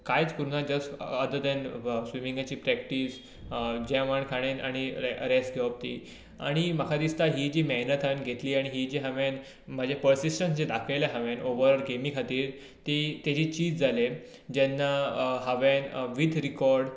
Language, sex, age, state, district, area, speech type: Goan Konkani, male, 18-30, Goa, Tiswadi, rural, spontaneous